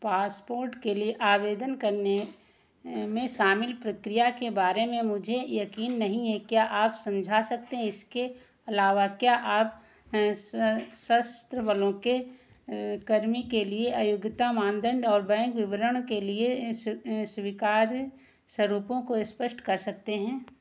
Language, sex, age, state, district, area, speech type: Hindi, female, 60+, Uttar Pradesh, Ayodhya, rural, read